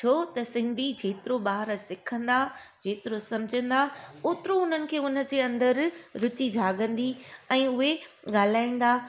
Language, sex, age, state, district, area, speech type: Sindhi, female, 30-45, Gujarat, Surat, urban, spontaneous